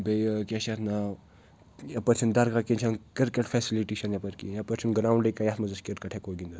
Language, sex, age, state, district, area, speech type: Kashmiri, male, 18-30, Jammu and Kashmir, Srinagar, urban, spontaneous